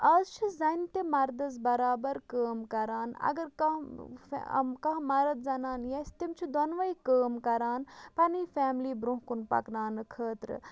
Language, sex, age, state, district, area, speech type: Kashmiri, female, 60+, Jammu and Kashmir, Bandipora, rural, spontaneous